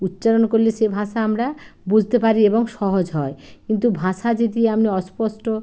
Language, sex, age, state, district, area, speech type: Bengali, female, 45-60, West Bengal, Bankura, urban, spontaneous